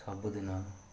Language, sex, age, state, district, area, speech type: Odia, male, 18-30, Odisha, Ganjam, urban, spontaneous